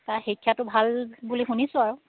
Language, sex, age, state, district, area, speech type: Assamese, female, 45-60, Assam, Charaideo, urban, conversation